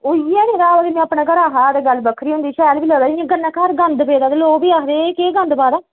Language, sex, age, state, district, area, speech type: Dogri, female, 30-45, Jammu and Kashmir, Udhampur, urban, conversation